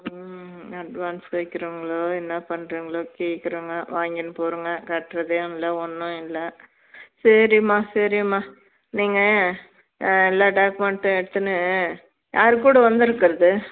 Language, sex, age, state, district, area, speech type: Tamil, female, 45-60, Tamil Nadu, Tirupattur, rural, conversation